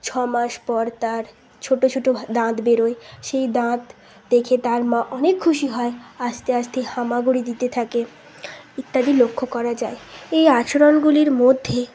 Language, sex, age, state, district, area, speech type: Bengali, female, 18-30, West Bengal, Bankura, urban, spontaneous